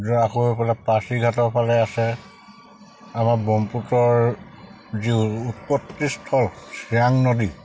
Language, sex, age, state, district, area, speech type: Assamese, male, 45-60, Assam, Charaideo, rural, spontaneous